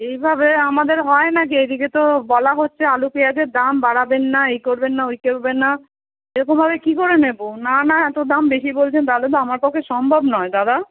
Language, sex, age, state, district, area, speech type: Bengali, female, 45-60, West Bengal, Kolkata, urban, conversation